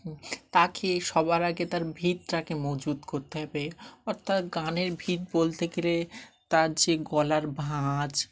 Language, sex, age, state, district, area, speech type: Bengali, male, 30-45, West Bengal, Dakshin Dinajpur, urban, spontaneous